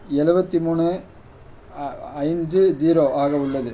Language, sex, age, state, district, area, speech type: Tamil, male, 45-60, Tamil Nadu, Perambalur, rural, read